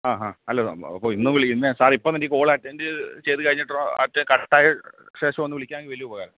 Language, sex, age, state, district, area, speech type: Malayalam, male, 30-45, Kerala, Alappuzha, rural, conversation